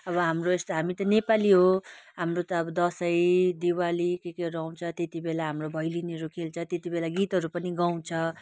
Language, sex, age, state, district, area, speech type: Nepali, female, 60+, West Bengal, Kalimpong, rural, spontaneous